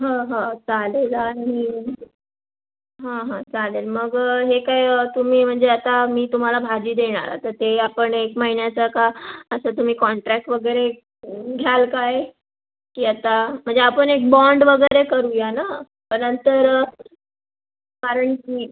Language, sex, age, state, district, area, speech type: Marathi, female, 18-30, Maharashtra, Raigad, rural, conversation